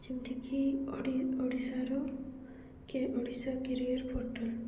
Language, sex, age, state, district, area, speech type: Odia, female, 18-30, Odisha, Koraput, urban, spontaneous